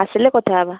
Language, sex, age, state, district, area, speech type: Odia, female, 30-45, Odisha, Balasore, rural, conversation